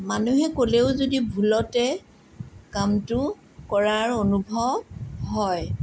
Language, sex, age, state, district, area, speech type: Assamese, female, 45-60, Assam, Sonitpur, urban, spontaneous